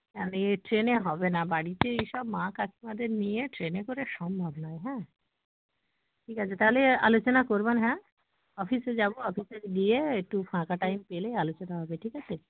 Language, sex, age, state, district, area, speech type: Bengali, female, 18-30, West Bengal, Hooghly, urban, conversation